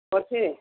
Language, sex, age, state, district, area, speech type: Odia, female, 45-60, Odisha, Bargarh, urban, conversation